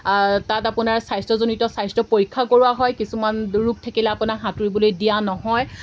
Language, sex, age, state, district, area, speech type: Assamese, female, 18-30, Assam, Golaghat, rural, spontaneous